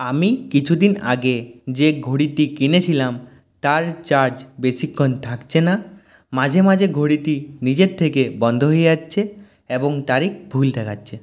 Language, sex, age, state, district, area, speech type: Bengali, male, 18-30, West Bengal, Purulia, rural, spontaneous